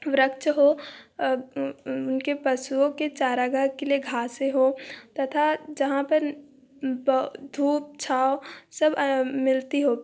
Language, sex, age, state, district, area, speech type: Hindi, female, 30-45, Madhya Pradesh, Balaghat, rural, spontaneous